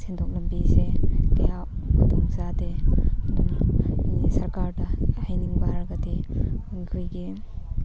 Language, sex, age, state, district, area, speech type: Manipuri, female, 18-30, Manipur, Thoubal, rural, spontaneous